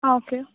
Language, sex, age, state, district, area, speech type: Malayalam, female, 18-30, Kerala, Wayanad, rural, conversation